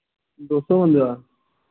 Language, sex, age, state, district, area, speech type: Dogri, male, 18-30, Jammu and Kashmir, Kathua, rural, conversation